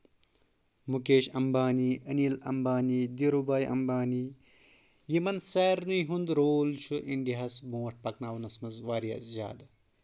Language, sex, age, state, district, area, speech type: Kashmiri, male, 18-30, Jammu and Kashmir, Anantnag, rural, spontaneous